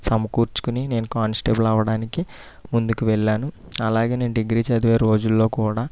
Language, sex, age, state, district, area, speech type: Telugu, male, 30-45, Andhra Pradesh, East Godavari, rural, spontaneous